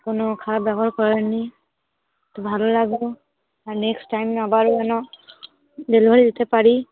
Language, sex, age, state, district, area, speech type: Bengali, female, 18-30, West Bengal, Cooch Behar, urban, conversation